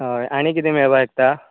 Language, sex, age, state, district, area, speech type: Goan Konkani, male, 30-45, Goa, Canacona, rural, conversation